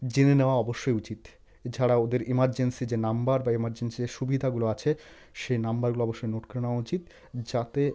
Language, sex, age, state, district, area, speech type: Bengali, male, 45-60, West Bengal, South 24 Parganas, rural, spontaneous